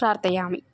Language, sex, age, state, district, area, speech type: Sanskrit, female, 18-30, Tamil Nadu, Thanjavur, rural, spontaneous